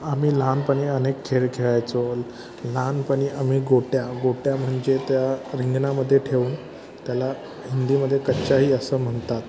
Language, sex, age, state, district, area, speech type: Marathi, male, 30-45, Maharashtra, Thane, urban, spontaneous